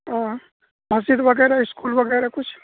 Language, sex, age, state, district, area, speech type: Urdu, male, 30-45, Bihar, Purnia, rural, conversation